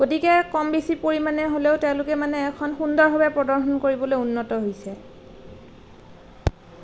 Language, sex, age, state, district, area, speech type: Assamese, female, 18-30, Assam, Nalbari, rural, spontaneous